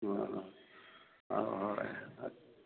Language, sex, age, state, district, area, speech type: Manipuri, male, 60+, Manipur, Thoubal, rural, conversation